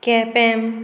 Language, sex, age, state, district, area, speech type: Goan Konkani, female, 18-30, Goa, Murmgao, rural, spontaneous